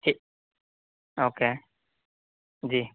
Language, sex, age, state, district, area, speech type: Urdu, male, 18-30, Uttar Pradesh, Saharanpur, urban, conversation